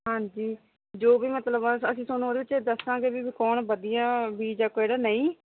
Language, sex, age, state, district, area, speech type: Punjabi, female, 18-30, Punjab, Barnala, rural, conversation